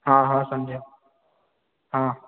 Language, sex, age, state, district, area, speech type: Sindhi, male, 18-30, Rajasthan, Ajmer, urban, conversation